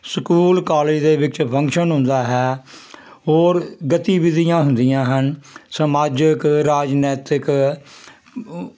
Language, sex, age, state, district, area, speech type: Punjabi, male, 60+, Punjab, Jalandhar, rural, spontaneous